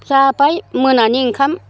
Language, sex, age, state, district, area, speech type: Bodo, female, 60+, Assam, Chirang, rural, spontaneous